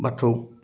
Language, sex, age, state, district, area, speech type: Assamese, male, 60+, Assam, Dibrugarh, urban, spontaneous